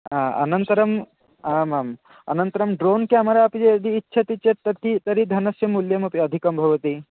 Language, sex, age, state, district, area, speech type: Sanskrit, male, 18-30, Odisha, Puri, urban, conversation